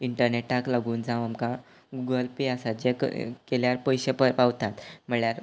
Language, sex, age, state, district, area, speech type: Goan Konkani, male, 18-30, Goa, Quepem, rural, spontaneous